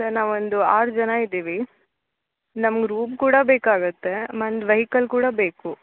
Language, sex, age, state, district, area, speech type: Kannada, female, 18-30, Karnataka, Uttara Kannada, rural, conversation